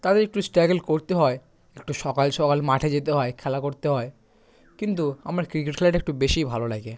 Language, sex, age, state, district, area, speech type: Bengali, male, 18-30, West Bengal, South 24 Parganas, rural, spontaneous